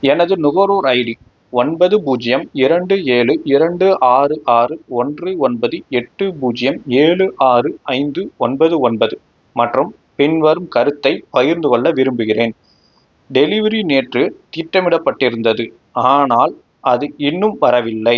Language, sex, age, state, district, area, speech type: Tamil, male, 18-30, Tamil Nadu, Tiruppur, rural, read